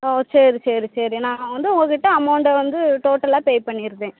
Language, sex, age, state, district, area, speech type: Tamil, female, 18-30, Tamil Nadu, Thoothukudi, rural, conversation